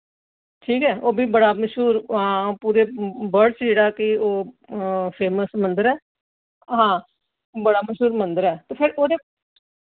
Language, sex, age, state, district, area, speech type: Dogri, female, 60+, Jammu and Kashmir, Jammu, urban, conversation